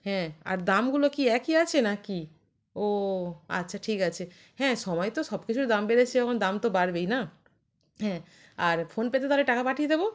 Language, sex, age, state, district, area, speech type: Bengali, female, 30-45, West Bengal, North 24 Parganas, urban, spontaneous